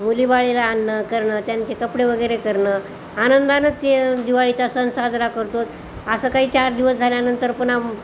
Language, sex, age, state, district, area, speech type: Marathi, female, 60+, Maharashtra, Nanded, urban, spontaneous